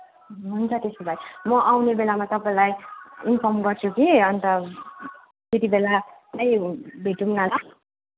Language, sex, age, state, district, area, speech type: Nepali, female, 18-30, West Bengal, Darjeeling, rural, conversation